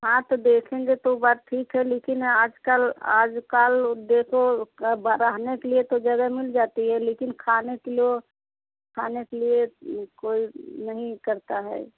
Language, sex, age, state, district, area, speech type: Hindi, female, 30-45, Uttar Pradesh, Jaunpur, rural, conversation